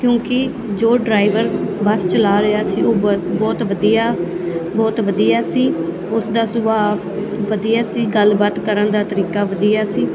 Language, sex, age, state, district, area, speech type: Punjabi, female, 18-30, Punjab, Muktsar, urban, spontaneous